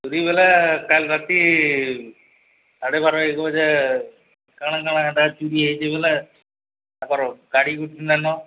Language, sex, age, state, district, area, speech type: Odia, male, 45-60, Odisha, Nuapada, urban, conversation